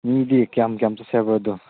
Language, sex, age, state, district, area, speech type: Manipuri, male, 18-30, Manipur, Chandel, rural, conversation